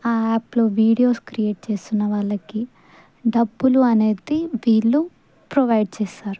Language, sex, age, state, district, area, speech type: Telugu, female, 18-30, Telangana, Sangareddy, rural, spontaneous